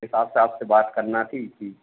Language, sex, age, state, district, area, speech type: Hindi, male, 30-45, Madhya Pradesh, Hoshangabad, rural, conversation